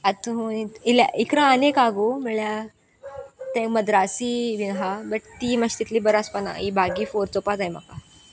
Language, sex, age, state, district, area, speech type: Goan Konkani, female, 18-30, Goa, Sanguem, rural, spontaneous